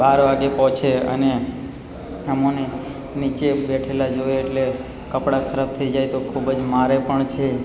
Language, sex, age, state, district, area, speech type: Gujarati, male, 30-45, Gujarat, Narmada, rural, spontaneous